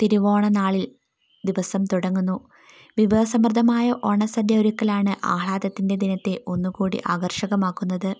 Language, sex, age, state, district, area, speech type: Malayalam, female, 18-30, Kerala, Wayanad, rural, spontaneous